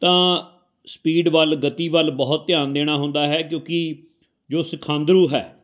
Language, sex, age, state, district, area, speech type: Punjabi, male, 45-60, Punjab, Fatehgarh Sahib, urban, spontaneous